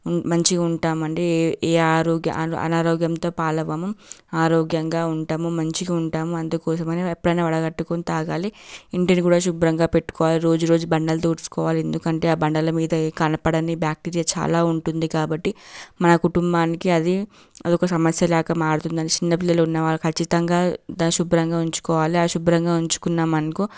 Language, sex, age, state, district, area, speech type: Telugu, female, 18-30, Telangana, Nalgonda, urban, spontaneous